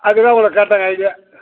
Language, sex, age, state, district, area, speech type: Tamil, male, 60+, Tamil Nadu, Madurai, rural, conversation